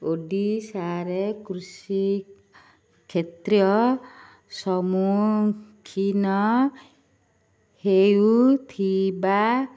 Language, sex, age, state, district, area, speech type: Odia, female, 30-45, Odisha, Ganjam, urban, spontaneous